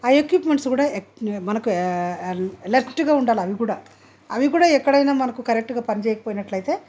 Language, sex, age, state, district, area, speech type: Telugu, female, 60+, Telangana, Hyderabad, urban, spontaneous